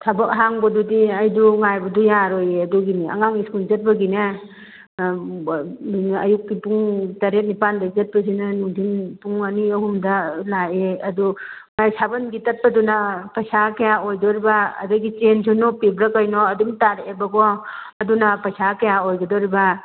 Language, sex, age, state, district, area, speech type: Manipuri, female, 45-60, Manipur, Churachandpur, rural, conversation